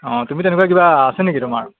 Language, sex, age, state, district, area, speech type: Assamese, male, 18-30, Assam, Majuli, urban, conversation